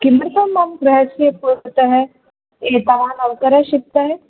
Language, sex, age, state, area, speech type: Sanskrit, female, 18-30, Rajasthan, urban, conversation